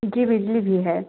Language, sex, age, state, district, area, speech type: Hindi, female, 18-30, Uttar Pradesh, Jaunpur, urban, conversation